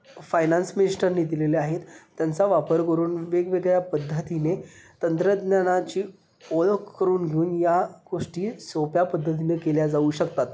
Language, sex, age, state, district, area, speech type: Marathi, male, 18-30, Maharashtra, Sangli, urban, spontaneous